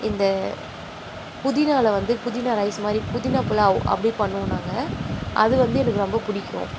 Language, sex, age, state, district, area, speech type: Tamil, female, 30-45, Tamil Nadu, Nagapattinam, rural, spontaneous